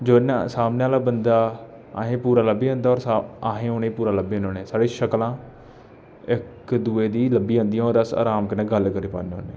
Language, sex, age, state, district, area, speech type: Dogri, male, 18-30, Jammu and Kashmir, Jammu, rural, spontaneous